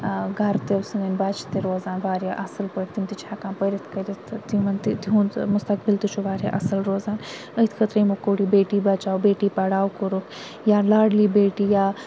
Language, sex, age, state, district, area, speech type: Kashmiri, female, 30-45, Jammu and Kashmir, Srinagar, urban, spontaneous